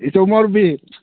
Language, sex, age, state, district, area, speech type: Manipuri, male, 30-45, Manipur, Thoubal, rural, conversation